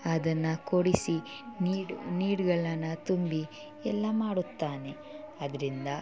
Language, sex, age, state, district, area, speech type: Kannada, female, 18-30, Karnataka, Mysore, rural, spontaneous